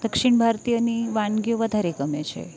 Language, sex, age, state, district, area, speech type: Gujarati, female, 30-45, Gujarat, Valsad, urban, spontaneous